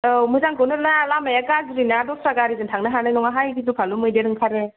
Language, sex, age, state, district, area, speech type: Bodo, female, 30-45, Assam, Kokrajhar, rural, conversation